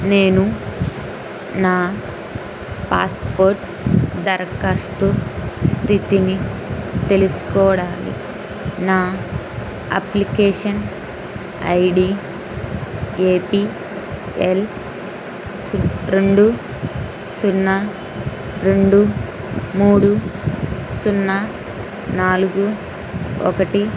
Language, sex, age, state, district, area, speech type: Telugu, female, 18-30, Andhra Pradesh, N T Rama Rao, urban, read